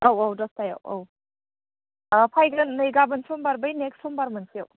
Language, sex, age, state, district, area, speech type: Bodo, female, 30-45, Assam, Udalguri, urban, conversation